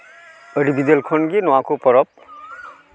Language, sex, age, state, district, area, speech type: Santali, male, 45-60, West Bengal, Malda, rural, spontaneous